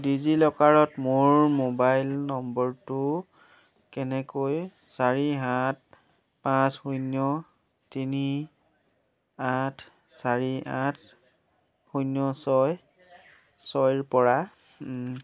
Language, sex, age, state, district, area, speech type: Assamese, male, 30-45, Assam, Sivasagar, rural, read